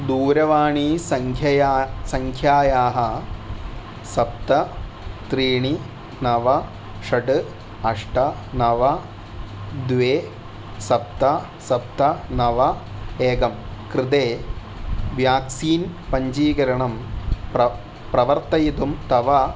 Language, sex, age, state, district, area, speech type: Sanskrit, male, 30-45, Kerala, Thrissur, urban, read